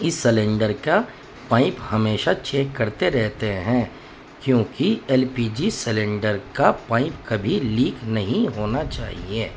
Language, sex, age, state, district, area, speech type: Urdu, male, 30-45, Uttar Pradesh, Muzaffarnagar, urban, spontaneous